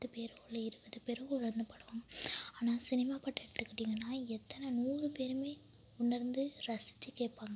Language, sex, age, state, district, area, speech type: Tamil, female, 18-30, Tamil Nadu, Mayiladuthurai, urban, spontaneous